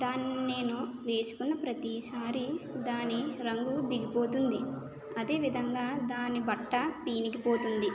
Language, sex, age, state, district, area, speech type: Telugu, female, 30-45, Andhra Pradesh, Konaseema, urban, spontaneous